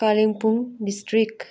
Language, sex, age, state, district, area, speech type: Nepali, female, 45-60, West Bengal, Darjeeling, rural, spontaneous